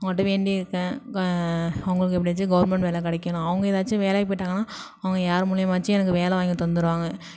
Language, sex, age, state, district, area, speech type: Tamil, female, 18-30, Tamil Nadu, Thanjavur, urban, spontaneous